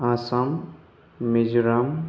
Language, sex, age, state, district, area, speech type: Bodo, male, 18-30, Assam, Chirang, rural, spontaneous